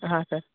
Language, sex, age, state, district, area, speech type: Marathi, male, 18-30, Maharashtra, Gadchiroli, rural, conversation